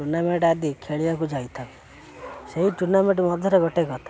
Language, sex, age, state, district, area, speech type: Odia, male, 18-30, Odisha, Kendrapara, urban, spontaneous